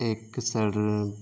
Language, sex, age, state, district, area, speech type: Urdu, male, 18-30, Bihar, Saharsa, urban, spontaneous